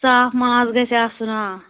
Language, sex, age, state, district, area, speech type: Kashmiri, female, 18-30, Jammu and Kashmir, Anantnag, rural, conversation